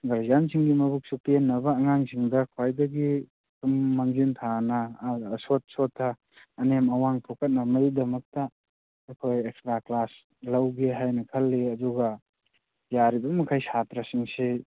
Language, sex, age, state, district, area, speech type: Manipuri, male, 30-45, Manipur, Churachandpur, rural, conversation